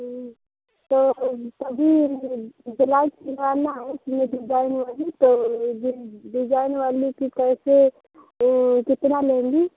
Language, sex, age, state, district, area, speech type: Hindi, female, 30-45, Uttar Pradesh, Mau, rural, conversation